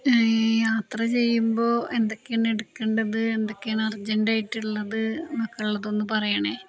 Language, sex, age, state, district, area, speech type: Malayalam, female, 30-45, Kerala, Palakkad, rural, spontaneous